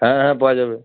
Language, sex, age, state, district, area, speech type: Bengali, male, 18-30, West Bengal, Uttar Dinajpur, urban, conversation